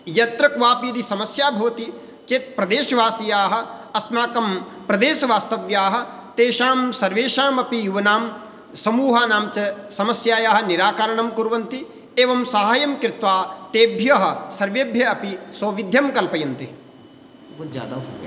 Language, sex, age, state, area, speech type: Sanskrit, male, 30-45, Rajasthan, urban, spontaneous